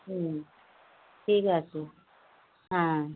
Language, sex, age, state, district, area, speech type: Bengali, female, 45-60, West Bengal, Dakshin Dinajpur, rural, conversation